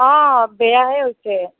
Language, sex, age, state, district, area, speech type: Assamese, female, 45-60, Assam, Nagaon, rural, conversation